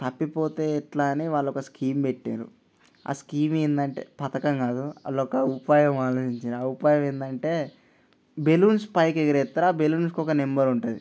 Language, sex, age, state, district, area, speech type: Telugu, male, 18-30, Telangana, Nirmal, rural, spontaneous